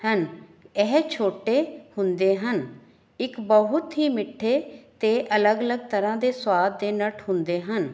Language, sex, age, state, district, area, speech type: Punjabi, female, 45-60, Punjab, Jalandhar, urban, spontaneous